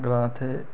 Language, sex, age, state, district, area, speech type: Dogri, male, 30-45, Jammu and Kashmir, Reasi, rural, spontaneous